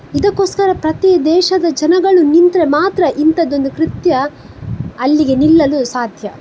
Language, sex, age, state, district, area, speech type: Kannada, female, 18-30, Karnataka, Udupi, rural, spontaneous